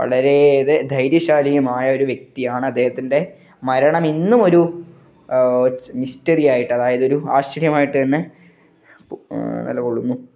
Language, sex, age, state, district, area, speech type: Malayalam, male, 18-30, Kerala, Kannur, rural, spontaneous